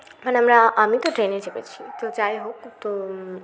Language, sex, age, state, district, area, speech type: Bengali, female, 18-30, West Bengal, Bankura, urban, spontaneous